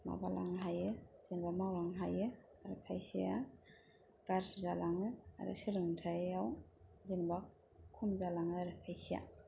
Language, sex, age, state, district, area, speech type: Bodo, female, 18-30, Assam, Kokrajhar, urban, spontaneous